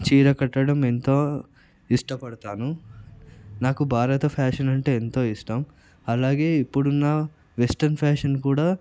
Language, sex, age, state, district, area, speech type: Telugu, male, 30-45, Telangana, Vikarabad, urban, spontaneous